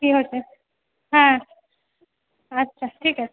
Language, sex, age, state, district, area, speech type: Bengali, female, 30-45, West Bengal, Murshidabad, rural, conversation